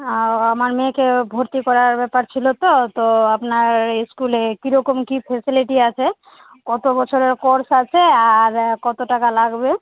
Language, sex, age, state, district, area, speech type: Bengali, female, 30-45, West Bengal, Malda, urban, conversation